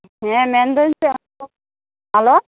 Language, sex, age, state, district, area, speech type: Santali, female, 18-30, West Bengal, Malda, rural, conversation